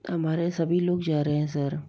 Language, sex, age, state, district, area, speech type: Hindi, female, 45-60, Rajasthan, Jaipur, urban, spontaneous